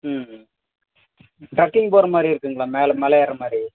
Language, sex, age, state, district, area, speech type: Tamil, male, 30-45, Tamil Nadu, Dharmapuri, rural, conversation